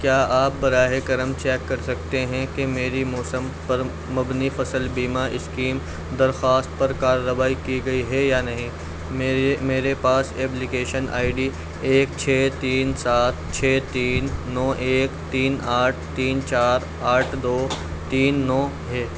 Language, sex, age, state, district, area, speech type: Urdu, male, 18-30, Delhi, Central Delhi, urban, read